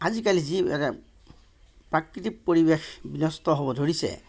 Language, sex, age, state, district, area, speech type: Assamese, male, 45-60, Assam, Darrang, rural, spontaneous